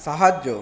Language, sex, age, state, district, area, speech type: Bengali, male, 30-45, West Bengal, Purba Bardhaman, rural, read